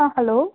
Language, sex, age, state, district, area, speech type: Tamil, female, 30-45, Tamil Nadu, Madurai, urban, conversation